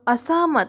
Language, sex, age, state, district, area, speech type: Hindi, female, 60+, Rajasthan, Jodhpur, rural, read